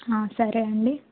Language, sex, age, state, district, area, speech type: Telugu, female, 18-30, Telangana, Jayashankar, urban, conversation